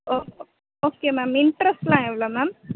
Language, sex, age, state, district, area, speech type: Tamil, female, 30-45, Tamil Nadu, Chennai, urban, conversation